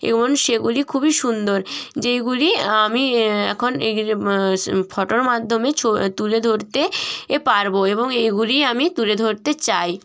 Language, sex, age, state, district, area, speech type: Bengali, female, 30-45, West Bengal, Jalpaiguri, rural, spontaneous